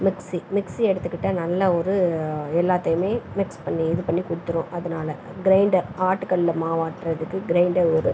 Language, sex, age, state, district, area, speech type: Tamil, female, 30-45, Tamil Nadu, Pudukkottai, rural, spontaneous